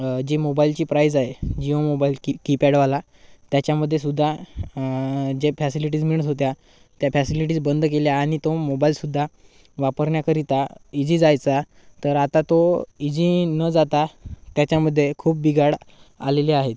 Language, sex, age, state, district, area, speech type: Marathi, male, 18-30, Maharashtra, Gadchiroli, rural, spontaneous